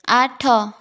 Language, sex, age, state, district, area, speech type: Odia, female, 18-30, Odisha, Puri, urban, read